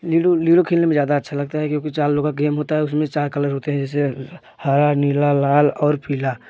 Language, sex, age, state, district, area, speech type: Hindi, male, 18-30, Uttar Pradesh, Jaunpur, urban, spontaneous